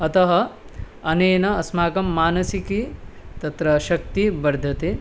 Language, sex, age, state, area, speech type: Sanskrit, male, 18-30, Tripura, rural, spontaneous